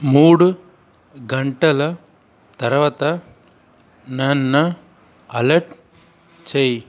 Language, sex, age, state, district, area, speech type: Telugu, male, 30-45, Andhra Pradesh, Sri Balaji, rural, read